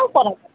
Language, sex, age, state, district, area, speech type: Bengali, female, 30-45, West Bengal, Purba Medinipur, rural, conversation